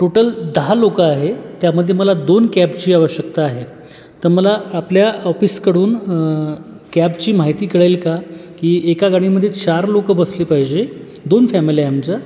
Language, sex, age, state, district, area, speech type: Marathi, male, 30-45, Maharashtra, Buldhana, urban, spontaneous